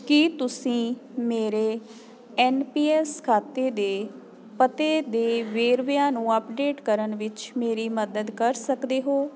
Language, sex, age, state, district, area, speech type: Punjabi, female, 45-60, Punjab, Jalandhar, urban, read